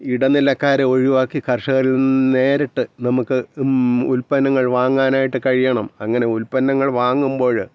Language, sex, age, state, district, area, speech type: Malayalam, male, 45-60, Kerala, Thiruvananthapuram, rural, spontaneous